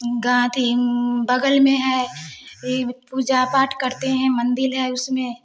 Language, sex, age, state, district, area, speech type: Hindi, female, 18-30, Bihar, Samastipur, rural, spontaneous